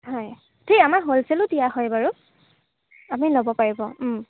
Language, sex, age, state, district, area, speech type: Assamese, female, 18-30, Assam, Golaghat, urban, conversation